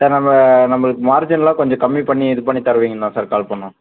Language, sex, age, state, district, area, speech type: Tamil, male, 18-30, Tamil Nadu, Dharmapuri, rural, conversation